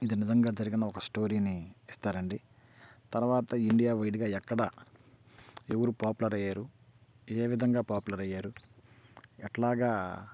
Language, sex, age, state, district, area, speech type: Telugu, male, 45-60, Andhra Pradesh, Bapatla, rural, spontaneous